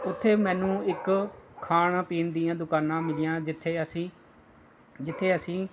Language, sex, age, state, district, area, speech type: Punjabi, male, 30-45, Punjab, Pathankot, rural, spontaneous